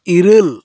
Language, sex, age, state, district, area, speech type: Santali, male, 30-45, West Bengal, Jhargram, rural, read